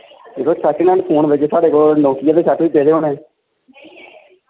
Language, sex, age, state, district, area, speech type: Dogri, male, 18-30, Jammu and Kashmir, Reasi, rural, conversation